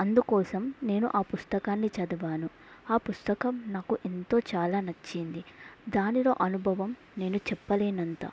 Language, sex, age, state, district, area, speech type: Telugu, female, 18-30, Telangana, Mulugu, rural, spontaneous